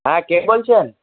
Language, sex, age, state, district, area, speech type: Bengali, male, 30-45, West Bengal, Paschim Bardhaman, rural, conversation